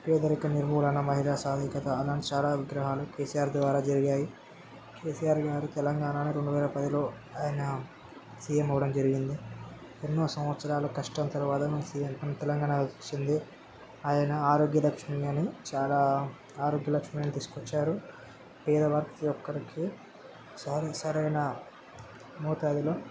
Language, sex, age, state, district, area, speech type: Telugu, male, 18-30, Telangana, Medchal, urban, spontaneous